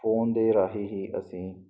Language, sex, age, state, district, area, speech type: Punjabi, male, 30-45, Punjab, Mansa, urban, spontaneous